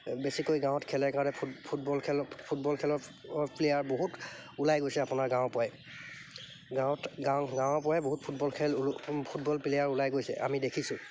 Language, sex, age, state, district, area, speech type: Assamese, male, 30-45, Assam, Charaideo, urban, spontaneous